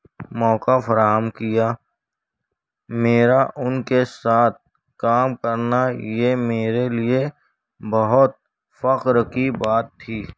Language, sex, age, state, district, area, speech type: Urdu, male, 18-30, Maharashtra, Nashik, urban, spontaneous